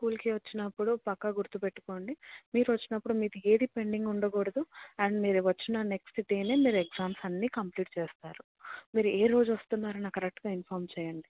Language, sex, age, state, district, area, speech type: Telugu, female, 18-30, Telangana, Hyderabad, urban, conversation